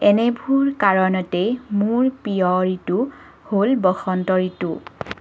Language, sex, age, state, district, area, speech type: Assamese, female, 30-45, Assam, Lakhimpur, rural, spontaneous